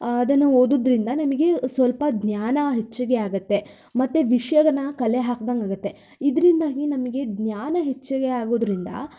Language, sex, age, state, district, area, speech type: Kannada, female, 18-30, Karnataka, Shimoga, urban, spontaneous